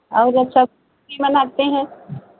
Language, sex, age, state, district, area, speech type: Hindi, female, 45-60, Uttar Pradesh, Lucknow, rural, conversation